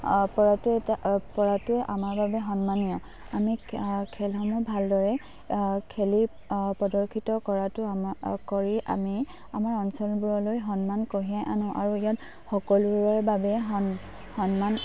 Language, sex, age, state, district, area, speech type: Assamese, female, 18-30, Assam, Dibrugarh, rural, spontaneous